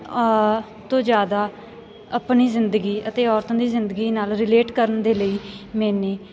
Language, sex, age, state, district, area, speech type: Punjabi, female, 18-30, Punjab, Sangrur, rural, spontaneous